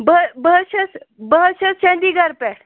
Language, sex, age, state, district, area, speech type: Kashmiri, female, 30-45, Jammu and Kashmir, Srinagar, urban, conversation